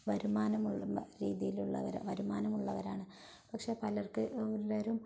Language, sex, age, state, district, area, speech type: Malayalam, female, 30-45, Kerala, Malappuram, rural, spontaneous